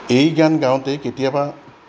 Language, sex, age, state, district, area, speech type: Assamese, male, 60+, Assam, Goalpara, urban, spontaneous